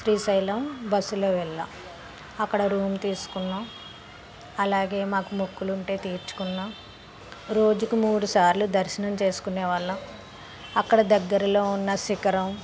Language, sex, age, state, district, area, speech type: Telugu, female, 30-45, Andhra Pradesh, Palnadu, rural, spontaneous